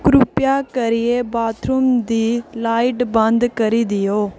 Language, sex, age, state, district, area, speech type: Dogri, female, 18-30, Jammu and Kashmir, Reasi, rural, read